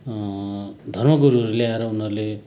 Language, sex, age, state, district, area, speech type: Nepali, male, 45-60, West Bengal, Kalimpong, rural, spontaneous